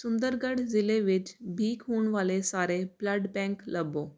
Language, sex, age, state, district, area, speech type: Punjabi, female, 18-30, Punjab, Jalandhar, urban, read